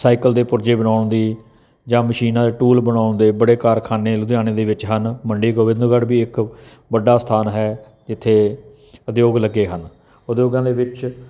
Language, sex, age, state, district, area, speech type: Punjabi, male, 45-60, Punjab, Barnala, urban, spontaneous